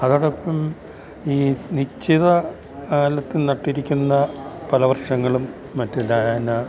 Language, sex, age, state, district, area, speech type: Malayalam, male, 60+, Kerala, Idukki, rural, spontaneous